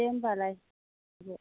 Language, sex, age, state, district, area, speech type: Bodo, female, 18-30, Assam, Baksa, rural, conversation